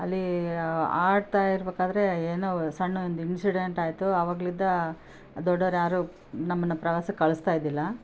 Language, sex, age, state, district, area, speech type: Kannada, female, 45-60, Karnataka, Bellary, rural, spontaneous